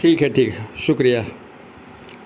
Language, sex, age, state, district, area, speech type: Urdu, male, 60+, Bihar, Gaya, rural, spontaneous